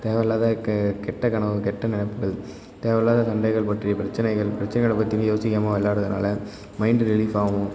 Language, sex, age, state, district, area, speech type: Tamil, male, 18-30, Tamil Nadu, Thanjavur, rural, spontaneous